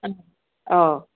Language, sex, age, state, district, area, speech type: Manipuri, female, 30-45, Manipur, Senapati, rural, conversation